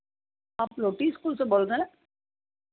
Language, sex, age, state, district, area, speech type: Hindi, female, 60+, Madhya Pradesh, Ujjain, urban, conversation